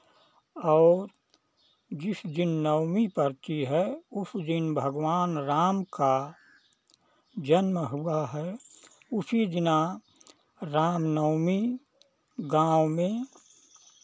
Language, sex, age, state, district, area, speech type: Hindi, male, 60+, Uttar Pradesh, Chandauli, rural, spontaneous